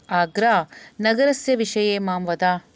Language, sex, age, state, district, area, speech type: Sanskrit, female, 30-45, Karnataka, Bangalore Urban, urban, read